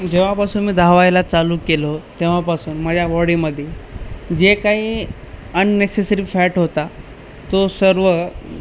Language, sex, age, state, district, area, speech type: Marathi, male, 30-45, Maharashtra, Nanded, rural, spontaneous